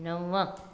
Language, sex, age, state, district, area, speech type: Sindhi, female, 45-60, Gujarat, Junagadh, rural, read